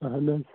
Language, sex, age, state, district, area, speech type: Kashmiri, male, 18-30, Jammu and Kashmir, Shopian, rural, conversation